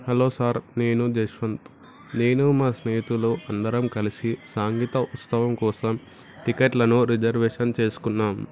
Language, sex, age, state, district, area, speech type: Telugu, male, 18-30, Andhra Pradesh, Anantapur, urban, spontaneous